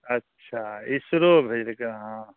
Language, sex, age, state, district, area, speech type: Maithili, male, 45-60, Bihar, Araria, rural, conversation